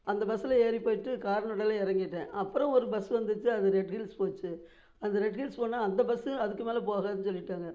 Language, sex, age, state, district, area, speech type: Tamil, female, 60+, Tamil Nadu, Namakkal, rural, spontaneous